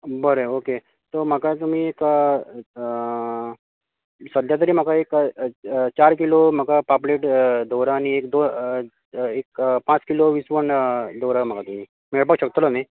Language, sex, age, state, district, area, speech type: Goan Konkani, male, 30-45, Goa, Bardez, rural, conversation